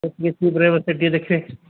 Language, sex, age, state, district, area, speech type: Odia, male, 60+, Odisha, Gajapati, rural, conversation